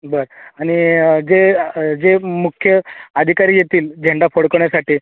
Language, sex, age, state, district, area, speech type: Marathi, male, 18-30, Maharashtra, Jalna, rural, conversation